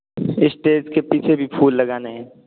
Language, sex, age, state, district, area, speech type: Hindi, male, 18-30, Rajasthan, Jodhpur, urban, conversation